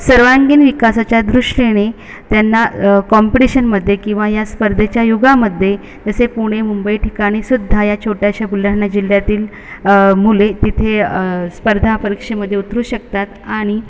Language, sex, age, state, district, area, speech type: Marathi, female, 30-45, Maharashtra, Buldhana, urban, spontaneous